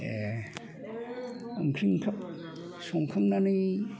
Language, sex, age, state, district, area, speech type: Bodo, male, 45-60, Assam, Udalguri, rural, spontaneous